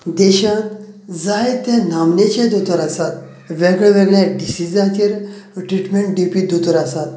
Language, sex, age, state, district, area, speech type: Goan Konkani, male, 30-45, Goa, Canacona, rural, spontaneous